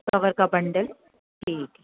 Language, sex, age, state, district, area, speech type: Hindi, female, 45-60, Madhya Pradesh, Jabalpur, urban, conversation